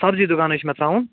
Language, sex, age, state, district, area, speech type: Kashmiri, male, 45-60, Jammu and Kashmir, Budgam, urban, conversation